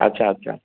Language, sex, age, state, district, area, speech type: Sindhi, male, 60+, Maharashtra, Mumbai Suburban, urban, conversation